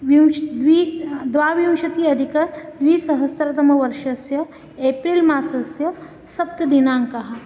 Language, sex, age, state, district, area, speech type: Sanskrit, female, 30-45, Maharashtra, Nagpur, urban, spontaneous